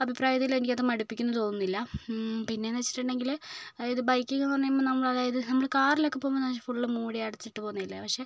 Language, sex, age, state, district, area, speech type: Malayalam, female, 45-60, Kerala, Kozhikode, urban, spontaneous